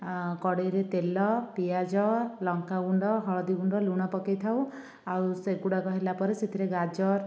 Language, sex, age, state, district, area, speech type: Odia, female, 18-30, Odisha, Dhenkanal, rural, spontaneous